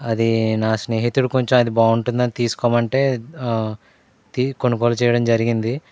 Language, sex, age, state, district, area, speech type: Telugu, male, 18-30, Andhra Pradesh, Eluru, rural, spontaneous